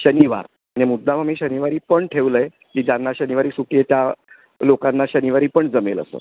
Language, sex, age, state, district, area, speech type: Marathi, male, 60+, Maharashtra, Thane, urban, conversation